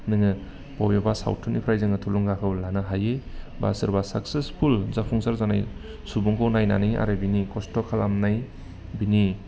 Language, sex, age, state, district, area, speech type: Bodo, male, 30-45, Assam, Udalguri, urban, spontaneous